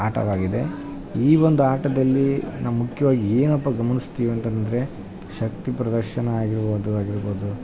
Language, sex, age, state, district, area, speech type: Kannada, male, 30-45, Karnataka, Bellary, urban, spontaneous